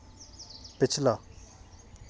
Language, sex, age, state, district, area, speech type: Hindi, male, 30-45, Madhya Pradesh, Hoshangabad, rural, read